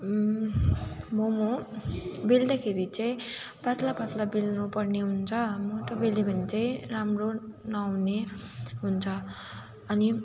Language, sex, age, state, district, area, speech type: Nepali, female, 18-30, West Bengal, Jalpaiguri, rural, spontaneous